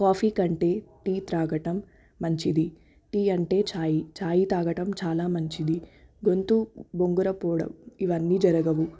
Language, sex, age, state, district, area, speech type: Telugu, female, 18-30, Telangana, Hyderabad, urban, spontaneous